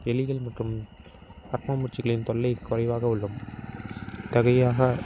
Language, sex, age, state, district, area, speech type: Tamil, male, 30-45, Tamil Nadu, Tiruvarur, rural, spontaneous